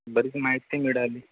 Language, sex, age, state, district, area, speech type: Marathi, male, 18-30, Maharashtra, Ratnagiri, rural, conversation